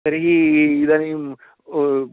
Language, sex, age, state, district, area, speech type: Sanskrit, male, 30-45, Karnataka, Uttara Kannada, rural, conversation